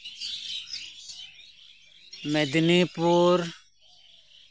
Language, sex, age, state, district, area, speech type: Santali, male, 30-45, West Bengal, Purba Bardhaman, rural, spontaneous